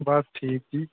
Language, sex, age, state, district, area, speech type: Dogri, male, 18-30, Jammu and Kashmir, Udhampur, rural, conversation